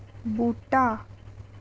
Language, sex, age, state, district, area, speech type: Dogri, female, 18-30, Jammu and Kashmir, Reasi, rural, read